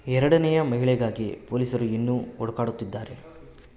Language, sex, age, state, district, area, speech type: Kannada, male, 18-30, Karnataka, Bangalore Rural, rural, read